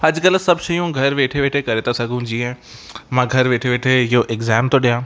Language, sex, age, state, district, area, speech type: Sindhi, male, 18-30, Rajasthan, Ajmer, urban, spontaneous